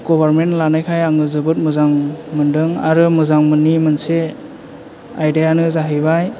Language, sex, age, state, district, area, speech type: Bodo, male, 18-30, Assam, Chirang, urban, spontaneous